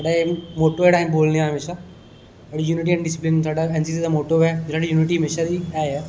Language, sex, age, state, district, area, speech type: Dogri, male, 30-45, Jammu and Kashmir, Kathua, rural, spontaneous